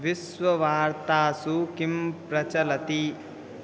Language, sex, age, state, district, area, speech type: Sanskrit, male, 18-30, Bihar, Madhubani, rural, read